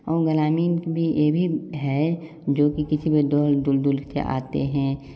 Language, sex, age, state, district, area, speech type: Hindi, male, 18-30, Bihar, Samastipur, rural, spontaneous